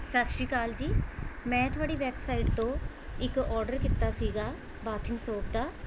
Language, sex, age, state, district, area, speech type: Punjabi, female, 30-45, Punjab, Mohali, urban, spontaneous